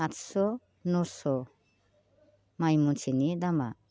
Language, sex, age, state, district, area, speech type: Bodo, female, 45-60, Assam, Baksa, rural, spontaneous